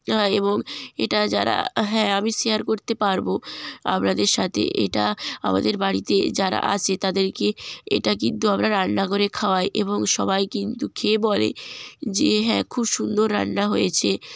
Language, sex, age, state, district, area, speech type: Bengali, female, 18-30, West Bengal, Jalpaiguri, rural, spontaneous